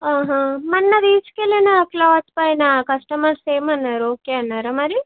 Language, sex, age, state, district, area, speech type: Telugu, female, 18-30, Telangana, Suryapet, urban, conversation